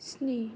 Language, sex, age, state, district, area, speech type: Bodo, female, 18-30, Assam, Kokrajhar, urban, read